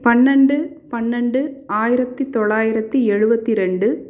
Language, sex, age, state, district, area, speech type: Tamil, female, 30-45, Tamil Nadu, Salem, urban, spontaneous